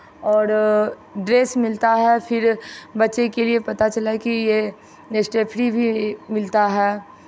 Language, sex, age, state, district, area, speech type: Hindi, female, 45-60, Bihar, Begusarai, rural, spontaneous